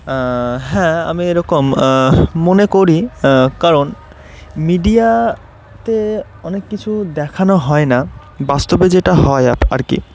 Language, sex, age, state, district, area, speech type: Bengali, male, 18-30, West Bengal, Murshidabad, urban, spontaneous